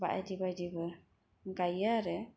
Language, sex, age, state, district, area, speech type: Bodo, female, 18-30, Assam, Kokrajhar, urban, spontaneous